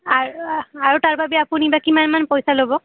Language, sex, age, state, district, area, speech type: Assamese, female, 18-30, Assam, Kamrup Metropolitan, urban, conversation